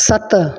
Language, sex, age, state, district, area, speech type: Sindhi, female, 45-60, Delhi, South Delhi, urban, read